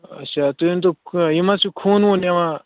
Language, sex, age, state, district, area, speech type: Kashmiri, male, 18-30, Jammu and Kashmir, Kupwara, urban, conversation